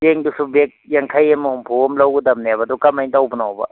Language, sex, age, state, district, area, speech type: Manipuri, male, 45-60, Manipur, Imphal East, rural, conversation